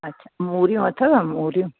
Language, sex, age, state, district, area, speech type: Sindhi, female, 60+, Uttar Pradesh, Lucknow, urban, conversation